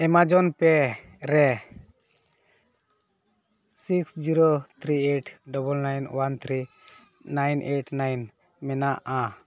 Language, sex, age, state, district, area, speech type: Santali, male, 18-30, West Bengal, Dakshin Dinajpur, rural, read